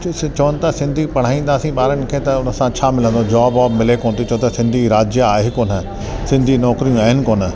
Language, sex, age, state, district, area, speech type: Sindhi, male, 60+, Delhi, South Delhi, urban, spontaneous